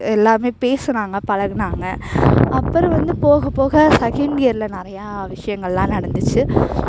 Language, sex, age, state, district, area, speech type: Tamil, female, 18-30, Tamil Nadu, Thanjavur, urban, spontaneous